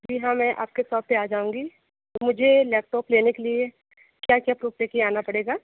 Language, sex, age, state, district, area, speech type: Hindi, other, 30-45, Uttar Pradesh, Sonbhadra, rural, conversation